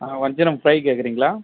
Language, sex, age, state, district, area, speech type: Tamil, male, 30-45, Tamil Nadu, Viluppuram, rural, conversation